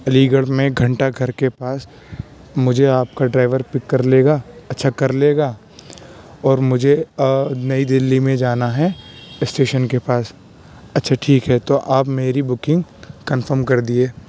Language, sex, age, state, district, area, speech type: Urdu, male, 18-30, Uttar Pradesh, Aligarh, urban, spontaneous